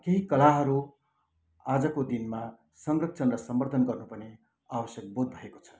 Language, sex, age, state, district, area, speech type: Nepali, male, 60+, West Bengal, Kalimpong, rural, spontaneous